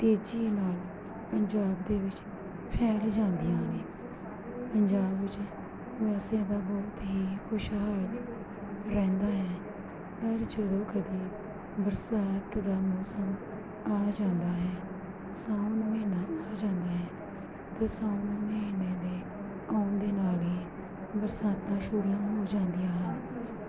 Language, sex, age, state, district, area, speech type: Punjabi, female, 30-45, Punjab, Gurdaspur, urban, spontaneous